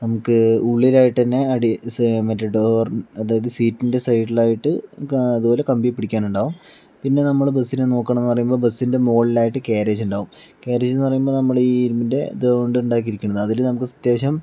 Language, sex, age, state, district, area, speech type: Malayalam, male, 60+, Kerala, Palakkad, rural, spontaneous